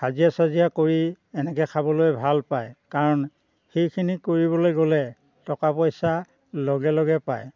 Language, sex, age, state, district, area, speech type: Assamese, male, 60+, Assam, Dhemaji, rural, spontaneous